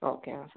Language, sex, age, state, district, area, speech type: Malayalam, male, 60+, Kerala, Palakkad, rural, conversation